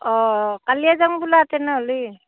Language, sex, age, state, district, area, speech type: Assamese, female, 45-60, Assam, Barpeta, rural, conversation